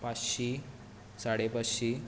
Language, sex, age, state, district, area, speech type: Goan Konkani, male, 18-30, Goa, Tiswadi, rural, spontaneous